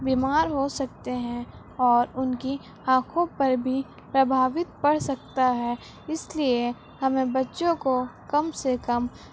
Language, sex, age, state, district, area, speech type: Urdu, female, 18-30, Uttar Pradesh, Gautam Buddha Nagar, rural, spontaneous